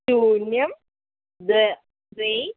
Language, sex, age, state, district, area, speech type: Sanskrit, female, 18-30, Kerala, Kozhikode, rural, conversation